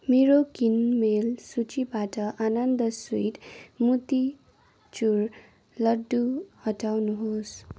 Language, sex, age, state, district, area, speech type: Nepali, female, 18-30, West Bengal, Kalimpong, rural, read